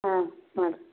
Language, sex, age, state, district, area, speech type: Kannada, female, 60+, Karnataka, Belgaum, urban, conversation